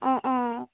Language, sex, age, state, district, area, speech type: Assamese, female, 18-30, Assam, Goalpara, urban, conversation